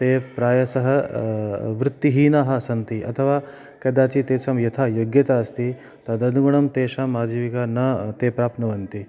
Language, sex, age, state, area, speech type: Sanskrit, male, 30-45, Rajasthan, rural, spontaneous